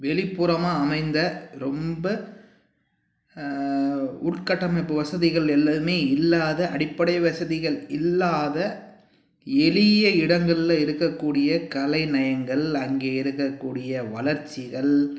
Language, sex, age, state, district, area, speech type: Tamil, male, 60+, Tamil Nadu, Pudukkottai, rural, spontaneous